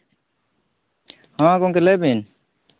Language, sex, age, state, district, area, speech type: Santali, male, 18-30, Jharkhand, East Singhbhum, rural, conversation